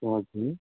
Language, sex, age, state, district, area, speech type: Nepali, male, 18-30, West Bengal, Darjeeling, rural, conversation